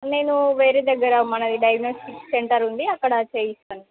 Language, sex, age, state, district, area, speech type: Telugu, female, 18-30, Telangana, Medak, urban, conversation